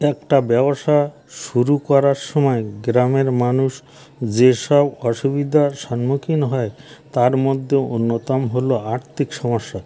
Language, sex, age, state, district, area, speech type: Bengali, male, 60+, West Bengal, North 24 Parganas, rural, spontaneous